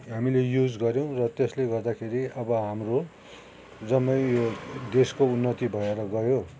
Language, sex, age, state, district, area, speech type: Nepali, male, 60+, West Bengal, Kalimpong, rural, spontaneous